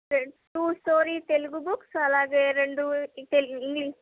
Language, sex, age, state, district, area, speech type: Telugu, female, 18-30, Andhra Pradesh, Palnadu, rural, conversation